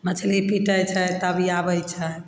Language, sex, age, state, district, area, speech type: Maithili, female, 45-60, Bihar, Begusarai, rural, spontaneous